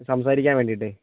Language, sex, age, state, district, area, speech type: Malayalam, male, 30-45, Kerala, Kozhikode, urban, conversation